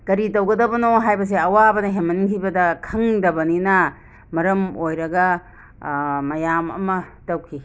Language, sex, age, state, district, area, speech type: Manipuri, female, 60+, Manipur, Imphal West, rural, spontaneous